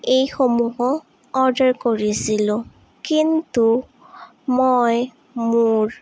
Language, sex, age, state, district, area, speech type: Assamese, female, 18-30, Assam, Sonitpur, rural, spontaneous